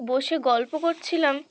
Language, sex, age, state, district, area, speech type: Bengali, female, 18-30, West Bengal, Uttar Dinajpur, urban, spontaneous